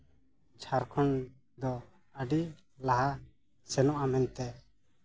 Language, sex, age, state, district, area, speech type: Santali, male, 30-45, Jharkhand, East Singhbhum, rural, spontaneous